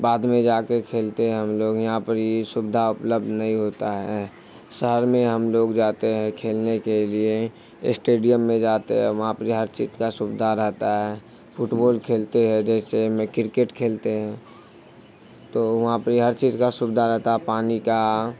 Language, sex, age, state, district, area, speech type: Urdu, male, 18-30, Bihar, Supaul, rural, spontaneous